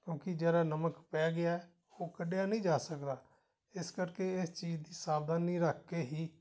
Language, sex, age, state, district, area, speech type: Punjabi, male, 60+, Punjab, Amritsar, urban, spontaneous